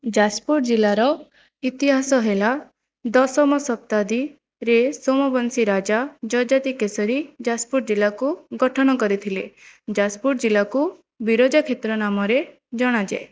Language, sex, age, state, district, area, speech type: Odia, female, 18-30, Odisha, Jajpur, rural, spontaneous